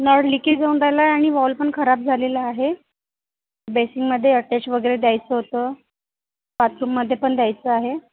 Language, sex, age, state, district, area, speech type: Marathi, female, 30-45, Maharashtra, Nagpur, urban, conversation